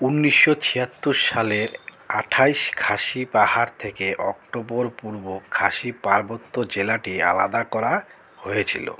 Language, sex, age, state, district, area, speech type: Bengali, male, 30-45, West Bengal, Alipurduar, rural, read